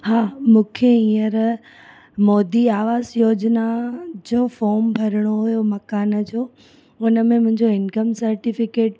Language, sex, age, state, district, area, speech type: Sindhi, female, 18-30, Gujarat, Surat, urban, spontaneous